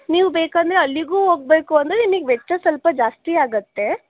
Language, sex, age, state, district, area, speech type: Kannada, female, 18-30, Karnataka, Shimoga, urban, conversation